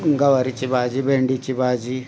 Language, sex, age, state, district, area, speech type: Marathi, male, 45-60, Maharashtra, Osmanabad, rural, spontaneous